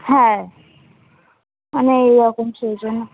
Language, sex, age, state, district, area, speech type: Bengali, female, 18-30, West Bengal, Hooghly, urban, conversation